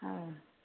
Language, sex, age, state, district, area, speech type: Bodo, female, 30-45, Assam, Kokrajhar, rural, conversation